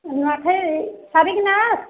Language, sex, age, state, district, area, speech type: Odia, female, 45-60, Odisha, Sambalpur, rural, conversation